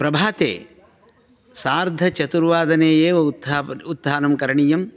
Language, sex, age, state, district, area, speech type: Sanskrit, male, 45-60, Karnataka, Shimoga, rural, spontaneous